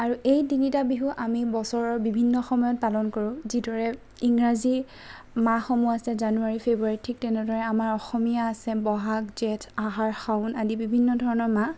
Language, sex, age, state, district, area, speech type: Assamese, female, 30-45, Assam, Lakhimpur, rural, spontaneous